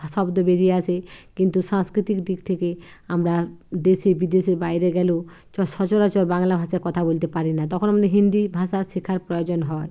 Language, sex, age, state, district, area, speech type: Bengali, female, 60+, West Bengal, Bankura, urban, spontaneous